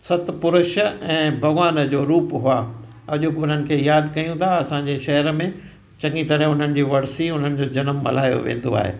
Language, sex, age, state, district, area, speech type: Sindhi, male, 60+, Gujarat, Kutch, rural, spontaneous